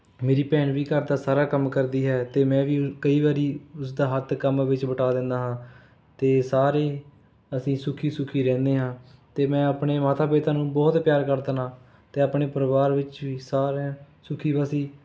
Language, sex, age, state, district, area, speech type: Punjabi, male, 18-30, Punjab, Rupnagar, rural, spontaneous